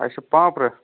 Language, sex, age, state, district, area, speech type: Kashmiri, male, 18-30, Jammu and Kashmir, Budgam, rural, conversation